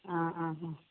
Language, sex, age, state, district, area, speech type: Malayalam, female, 45-60, Kerala, Wayanad, rural, conversation